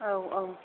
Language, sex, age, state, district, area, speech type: Bodo, female, 45-60, Assam, Kokrajhar, rural, conversation